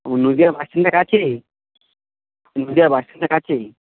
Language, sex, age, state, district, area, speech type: Bengali, male, 18-30, West Bengal, Nadia, rural, conversation